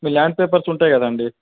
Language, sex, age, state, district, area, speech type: Telugu, male, 30-45, Telangana, Karimnagar, rural, conversation